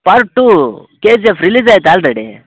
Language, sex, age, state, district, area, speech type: Kannada, male, 18-30, Karnataka, Koppal, rural, conversation